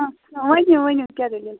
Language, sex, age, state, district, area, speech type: Kashmiri, female, 30-45, Jammu and Kashmir, Pulwama, rural, conversation